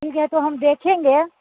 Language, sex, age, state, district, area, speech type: Hindi, female, 45-60, Bihar, Muzaffarpur, urban, conversation